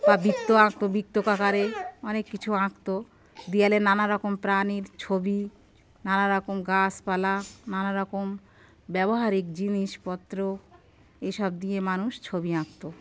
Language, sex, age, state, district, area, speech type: Bengali, female, 45-60, West Bengal, Darjeeling, urban, spontaneous